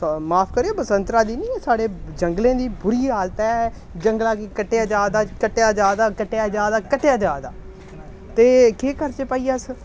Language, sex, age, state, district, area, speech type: Dogri, male, 18-30, Jammu and Kashmir, Samba, urban, spontaneous